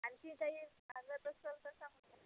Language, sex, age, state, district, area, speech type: Marathi, female, 30-45, Maharashtra, Amravati, urban, conversation